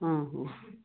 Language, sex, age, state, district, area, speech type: Odia, female, 45-60, Odisha, Ganjam, urban, conversation